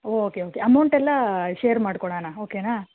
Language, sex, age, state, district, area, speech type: Kannada, female, 30-45, Karnataka, Bangalore Rural, rural, conversation